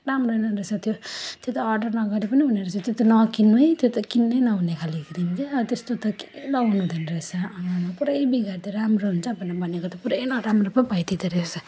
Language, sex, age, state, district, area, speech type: Nepali, female, 30-45, West Bengal, Jalpaiguri, rural, spontaneous